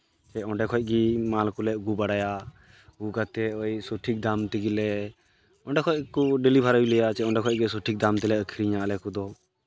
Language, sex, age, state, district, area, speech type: Santali, male, 18-30, West Bengal, Malda, rural, spontaneous